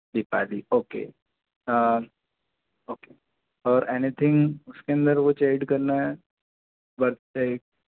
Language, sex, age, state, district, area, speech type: Hindi, male, 18-30, Madhya Pradesh, Bhopal, urban, conversation